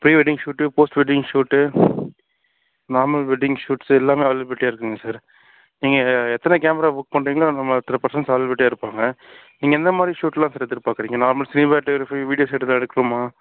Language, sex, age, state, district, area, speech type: Tamil, male, 45-60, Tamil Nadu, Sivaganga, urban, conversation